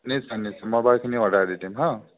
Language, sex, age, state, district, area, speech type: Assamese, male, 30-45, Assam, Jorhat, urban, conversation